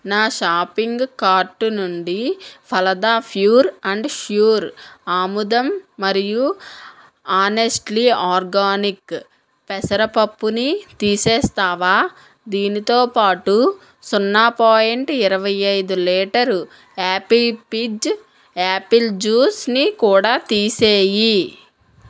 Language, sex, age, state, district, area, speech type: Telugu, female, 18-30, Telangana, Mancherial, rural, read